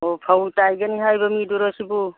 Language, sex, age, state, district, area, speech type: Manipuri, female, 60+, Manipur, Churachandpur, urban, conversation